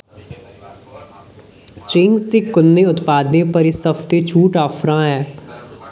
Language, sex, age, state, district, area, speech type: Dogri, male, 18-30, Jammu and Kashmir, Jammu, rural, read